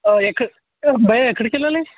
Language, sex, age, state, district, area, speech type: Telugu, male, 18-30, Telangana, Warangal, rural, conversation